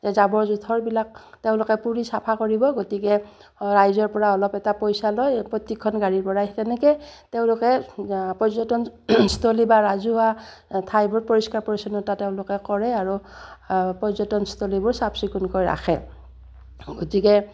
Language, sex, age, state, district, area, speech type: Assamese, female, 60+, Assam, Udalguri, rural, spontaneous